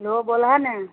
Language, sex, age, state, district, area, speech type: Maithili, female, 18-30, Bihar, Saharsa, rural, conversation